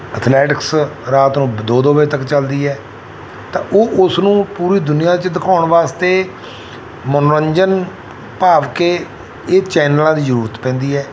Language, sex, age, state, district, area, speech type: Punjabi, male, 45-60, Punjab, Mansa, urban, spontaneous